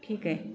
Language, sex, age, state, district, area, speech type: Marathi, female, 45-60, Maharashtra, Satara, urban, spontaneous